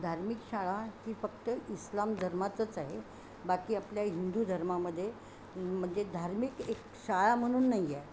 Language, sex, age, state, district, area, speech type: Marathi, female, 60+, Maharashtra, Yavatmal, urban, spontaneous